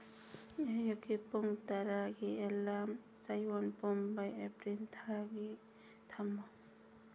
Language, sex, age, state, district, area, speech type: Manipuri, female, 45-60, Manipur, Churachandpur, rural, read